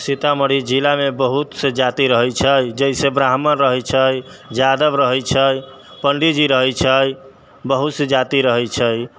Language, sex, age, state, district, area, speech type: Maithili, male, 30-45, Bihar, Sitamarhi, urban, spontaneous